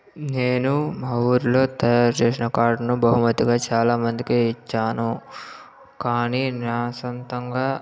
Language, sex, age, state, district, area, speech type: Telugu, male, 30-45, Andhra Pradesh, Chittoor, urban, spontaneous